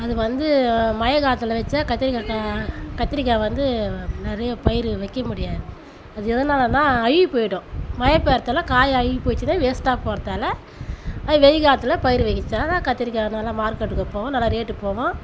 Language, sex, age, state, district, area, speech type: Tamil, female, 30-45, Tamil Nadu, Tiruvannamalai, rural, spontaneous